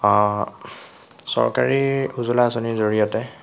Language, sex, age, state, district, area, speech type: Assamese, male, 18-30, Assam, Lakhimpur, rural, spontaneous